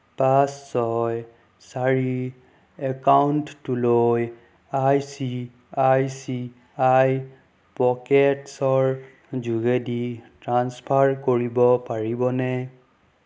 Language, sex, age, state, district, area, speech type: Assamese, male, 30-45, Assam, Sonitpur, rural, read